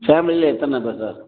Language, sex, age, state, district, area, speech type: Tamil, male, 45-60, Tamil Nadu, Tenkasi, rural, conversation